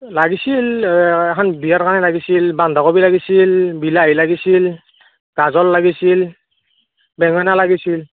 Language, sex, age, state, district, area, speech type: Assamese, male, 18-30, Assam, Morigaon, rural, conversation